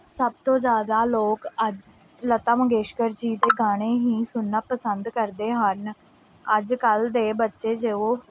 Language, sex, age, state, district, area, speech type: Punjabi, female, 18-30, Punjab, Pathankot, urban, spontaneous